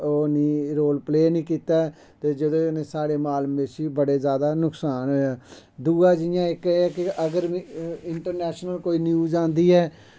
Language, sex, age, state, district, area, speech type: Dogri, male, 45-60, Jammu and Kashmir, Samba, rural, spontaneous